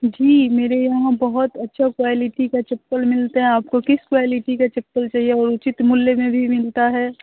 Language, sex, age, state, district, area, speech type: Hindi, female, 18-30, Bihar, Muzaffarpur, rural, conversation